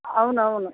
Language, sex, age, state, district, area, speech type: Telugu, female, 60+, Andhra Pradesh, Nellore, rural, conversation